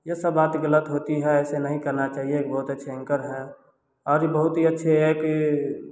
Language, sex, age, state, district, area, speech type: Hindi, male, 18-30, Bihar, Samastipur, rural, spontaneous